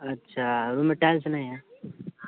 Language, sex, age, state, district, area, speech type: Hindi, male, 18-30, Bihar, Muzaffarpur, urban, conversation